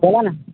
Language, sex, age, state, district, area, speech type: Marathi, male, 18-30, Maharashtra, Thane, urban, conversation